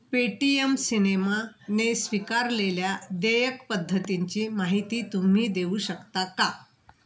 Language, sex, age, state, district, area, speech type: Marathi, female, 60+, Maharashtra, Wardha, urban, read